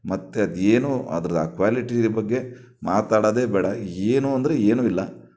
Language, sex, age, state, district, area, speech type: Kannada, male, 30-45, Karnataka, Shimoga, rural, spontaneous